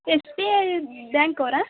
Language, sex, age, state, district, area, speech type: Kannada, female, 18-30, Karnataka, Mysore, urban, conversation